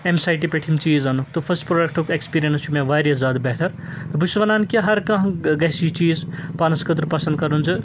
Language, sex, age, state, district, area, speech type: Kashmiri, male, 30-45, Jammu and Kashmir, Srinagar, urban, spontaneous